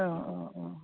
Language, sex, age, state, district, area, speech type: Bodo, female, 60+, Assam, Kokrajhar, rural, conversation